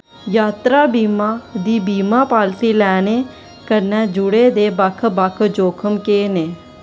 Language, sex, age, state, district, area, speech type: Dogri, female, 18-30, Jammu and Kashmir, Jammu, rural, read